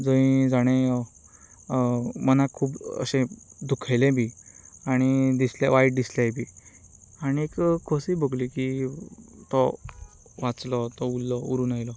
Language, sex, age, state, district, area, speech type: Goan Konkani, male, 30-45, Goa, Canacona, rural, spontaneous